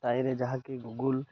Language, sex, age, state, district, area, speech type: Odia, male, 30-45, Odisha, Malkangiri, urban, spontaneous